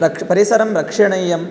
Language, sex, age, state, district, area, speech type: Sanskrit, male, 18-30, Karnataka, Gadag, rural, spontaneous